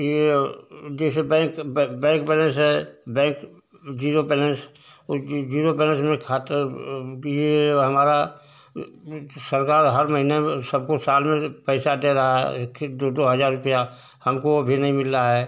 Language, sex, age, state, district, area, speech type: Hindi, male, 60+, Uttar Pradesh, Ghazipur, rural, spontaneous